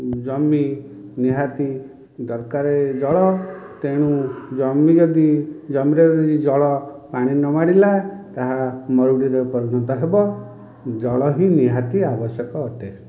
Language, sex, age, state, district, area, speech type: Odia, male, 45-60, Odisha, Dhenkanal, rural, spontaneous